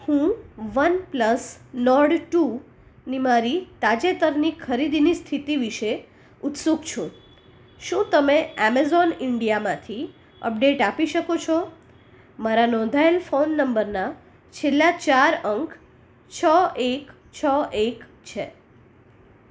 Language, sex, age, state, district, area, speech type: Gujarati, female, 30-45, Gujarat, Anand, urban, read